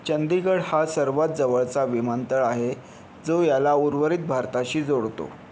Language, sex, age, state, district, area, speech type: Marathi, male, 30-45, Maharashtra, Yavatmal, urban, read